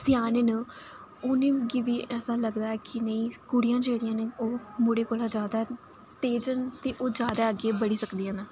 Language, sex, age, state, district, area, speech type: Dogri, female, 18-30, Jammu and Kashmir, Reasi, rural, spontaneous